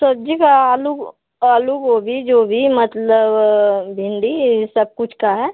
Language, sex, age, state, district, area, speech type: Hindi, female, 60+, Uttar Pradesh, Azamgarh, urban, conversation